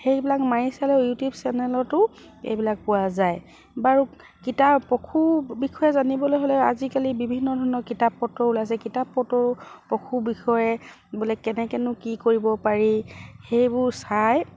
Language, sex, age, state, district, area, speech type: Assamese, female, 45-60, Assam, Dibrugarh, rural, spontaneous